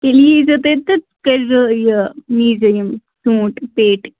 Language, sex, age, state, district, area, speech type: Kashmiri, female, 18-30, Jammu and Kashmir, Budgam, rural, conversation